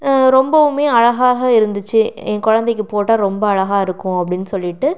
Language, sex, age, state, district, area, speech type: Tamil, female, 45-60, Tamil Nadu, Pudukkottai, rural, spontaneous